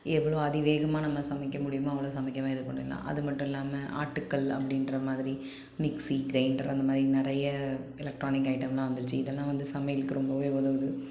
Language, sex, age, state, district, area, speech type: Tamil, female, 30-45, Tamil Nadu, Chengalpattu, urban, spontaneous